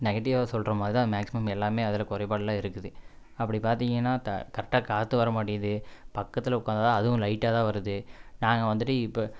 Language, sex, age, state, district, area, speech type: Tamil, male, 18-30, Tamil Nadu, Coimbatore, rural, spontaneous